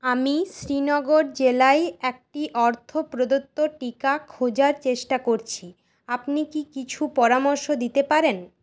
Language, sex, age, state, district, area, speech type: Bengali, female, 18-30, West Bengal, Paschim Bardhaman, urban, read